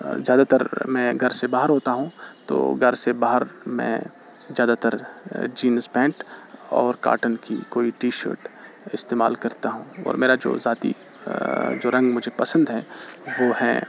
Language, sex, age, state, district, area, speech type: Urdu, male, 18-30, Jammu and Kashmir, Srinagar, rural, spontaneous